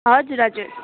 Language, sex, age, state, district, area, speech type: Nepali, female, 18-30, West Bengal, Darjeeling, rural, conversation